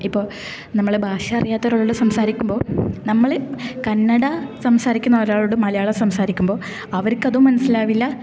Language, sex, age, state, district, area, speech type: Malayalam, female, 18-30, Kerala, Kasaragod, rural, spontaneous